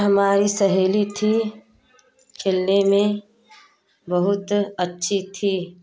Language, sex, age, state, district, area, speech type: Hindi, female, 18-30, Uttar Pradesh, Prayagraj, rural, spontaneous